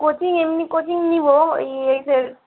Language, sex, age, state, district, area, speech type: Bengali, female, 18-30, West Bengal, Malda, urban, conversation